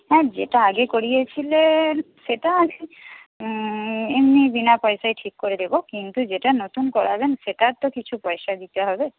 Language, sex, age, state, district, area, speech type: Bengali, female, 60+, West Bengal, Paschim Medinipur, rural, conversation